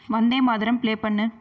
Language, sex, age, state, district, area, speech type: Tamil, female, 18-30, Tamil Nadu, Erode, rural, read